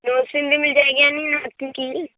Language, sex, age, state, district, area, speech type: Urdu, female, 18-30, Delhi, Central Delhi, urban, conversation